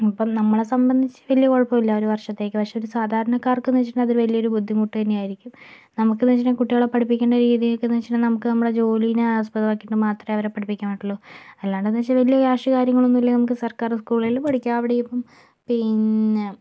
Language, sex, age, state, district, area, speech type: Malayalam, female, 45-60, Kerala, Kozhikode, urban, spontaneous